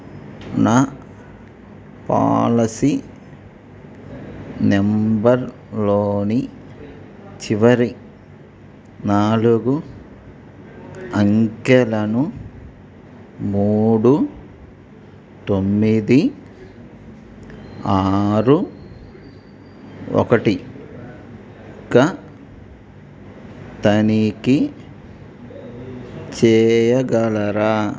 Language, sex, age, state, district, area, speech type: Telugu, male, 45-60, Andhra Pradesh, N T Rama Rao, urban, read